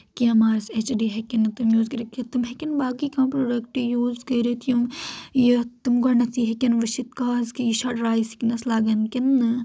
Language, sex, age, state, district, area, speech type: Kashmiri, female, 18-30, Jammu and Kashmir, Anantnag, rural, spontaneous